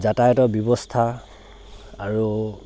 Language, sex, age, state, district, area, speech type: Assamese, male, 60+, Assam, Dhemaji, rural, spontaneous